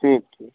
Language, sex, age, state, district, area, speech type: Maithili, male, 18-30, Bihar, Muzaffarpur, rural, conversation